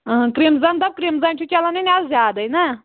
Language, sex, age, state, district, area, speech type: Kashmiri, female, 30-45, Jammu and Kashmir, Kulgam, rural, conversation